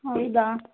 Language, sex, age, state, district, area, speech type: Kannada, female, 18-30, Karnataka, Davanagere, rural, conversation